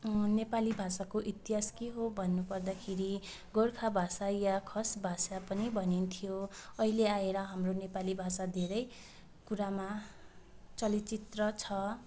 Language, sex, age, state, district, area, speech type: Nepali, female, 18-30, West Bengal, Darjeeling, rural, spontaneous